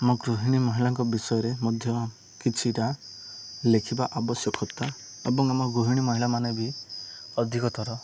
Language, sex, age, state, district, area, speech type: Odia, male, 18-30, Odisha, Koraput, urban, spontaneous